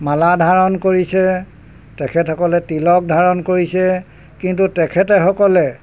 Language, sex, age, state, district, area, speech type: Assamese, male, 60+, Assam, Golaghat, urban, spontaneous